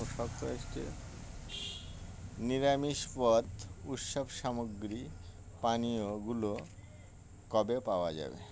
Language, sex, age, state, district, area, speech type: Bengali, male, 60+, West Bengal, Birbhum, urban, read